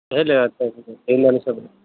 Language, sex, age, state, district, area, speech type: Telugu, male, 30-45, Telangana, Peddapalli, urban, conversation